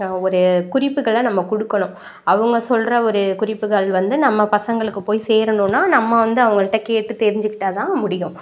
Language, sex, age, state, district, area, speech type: Tamil, female, 45-60, Tamil Nadu, Thanjavur, rural, spontaneous